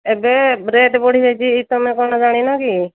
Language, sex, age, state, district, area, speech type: Odia, female, 60+, Odisha, Angul, rural, conversation